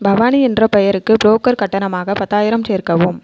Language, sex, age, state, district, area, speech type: Tamil, female, 18-30, Tamil Nadu, Cuddalore, rural, read